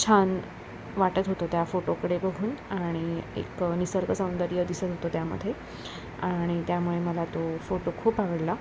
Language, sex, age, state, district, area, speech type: Marathi, female, 18-30, Maharashtra, Ratnagiri, urban, spontaneous